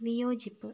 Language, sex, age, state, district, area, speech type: Malayalam, female, 18-30, Kerala, Wayanad, rural, read